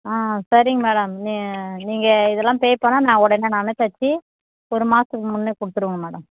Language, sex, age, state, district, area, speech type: Tamil, female, 60+, Tamil Nadu, Viluppuram, rural, conversation